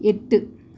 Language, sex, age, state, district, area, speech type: Tamil, female, 30-45, Tamil Nadu, Chennai, urban, read